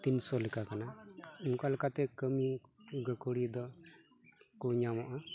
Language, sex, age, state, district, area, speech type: Santali, male, 45-60, West Bengal, Malda, rural, spontaneous